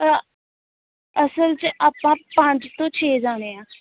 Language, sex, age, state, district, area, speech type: Punjabi, female, 18-30, Punjab, Gurdaspur, rural, conversation